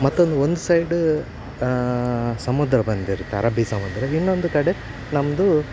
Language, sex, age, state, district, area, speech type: Kannada, male, 45-60, Karnataka, Udupi, rural, spontaneous